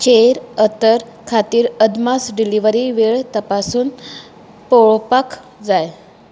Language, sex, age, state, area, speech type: Goan Konkani, female, 30-45, Goa, rural, read